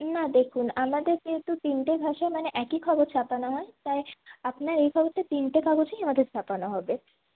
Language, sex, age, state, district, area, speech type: Bengali, female, 18-30, West Bengal, Paschim Bardhaman, urban, conversation